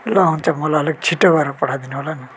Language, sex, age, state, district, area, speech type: Nepali, male, 45-60, West Bengal, Darjeeling, rural, spontaneous